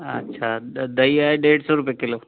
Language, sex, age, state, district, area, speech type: Sindhi, male, 45-60, Delhi, South Delhi, urban, conversation